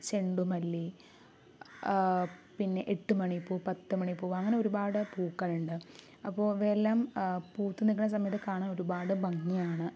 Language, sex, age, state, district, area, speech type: Malayalam, female, 45-60, Kerala, Palakkad, rural, spontaneous